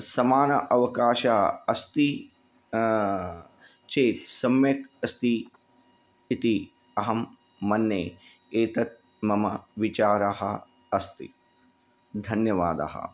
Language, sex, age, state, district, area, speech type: Sanskrit, male, 45-60, Karnataka, Bidar, urban, spontaneous